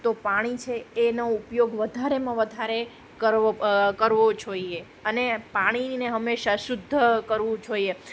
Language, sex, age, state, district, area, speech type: Gujarati, female, 30-45, Gujarat, Junagadh, urban, spontaneous